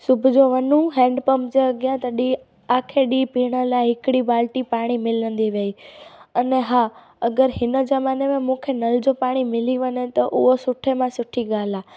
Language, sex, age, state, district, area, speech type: Sindhi, female, 18-30, Gujarat, Junagadh, rural, spontaneous